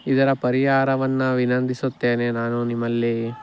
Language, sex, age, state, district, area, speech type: Kannada, male, 18-30, Karnataka, Chikkaballapur, rural, spontaneous